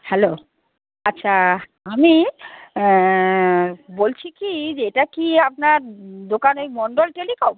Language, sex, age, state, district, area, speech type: Bengali, female, 60+, West Bengal, North 24 Parganas, urban, conversation